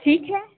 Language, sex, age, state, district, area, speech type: Hindi, female, 18-30, Uttar Pradesh, Mirzapur, urban, conversation